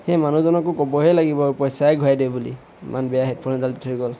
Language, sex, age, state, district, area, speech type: Assamese, male, 18-30, Assam, Tinsukia, urban, spontaneous